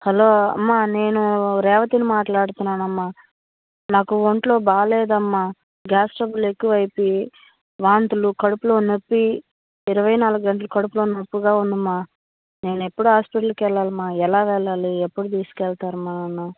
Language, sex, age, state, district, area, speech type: Telugu, female, 30-45, Andhra Pradesh, Nellore, rural, conversation